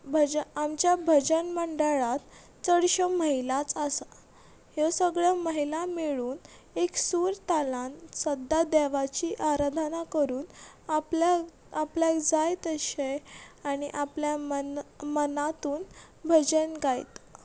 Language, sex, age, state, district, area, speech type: Goan Konkani, female, 18-30, Goa, Ponda, rural, spontaneous